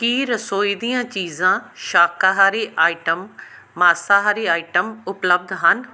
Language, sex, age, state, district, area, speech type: Punjabi, female, 45-60, Punjab, Amritsar, urban, read